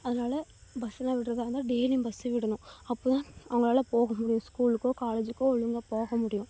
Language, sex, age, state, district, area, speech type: Tamil, female, 18-30, Tamil Nadu, Thoothukudi, rural, spontaneous